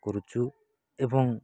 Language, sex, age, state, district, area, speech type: Odia, male, 18-30, Odisha, Nabarangpur, urban, spontaneous